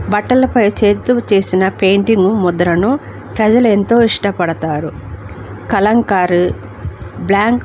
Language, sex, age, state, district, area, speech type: Telugu, female, 45-60, Andhra Pradesh, Alluri Sitarama Raju, rural, spontaneous